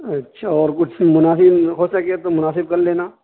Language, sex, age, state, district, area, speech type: Urdu, male, 18-30, Uttar Pradesh, Saharanpur, urban, conversation